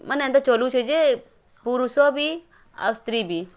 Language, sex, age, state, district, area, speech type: Odia, female, 18-30, Odisha, Bargarh, rural, spontaneous